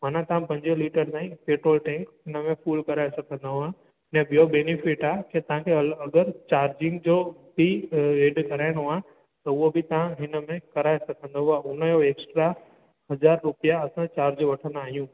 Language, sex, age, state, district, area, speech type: Sindhi, male, 18-30, Gujarat, Junagadh, urban, conversation